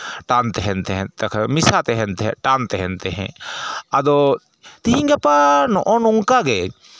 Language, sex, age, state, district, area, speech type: Santali, male, 45-60, West Bengal, Purulia, rural, spontaneous